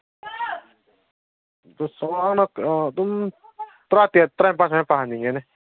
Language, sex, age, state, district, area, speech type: Manipuri, male, 18-30, Manipur, Kangpokpi, urban, conversation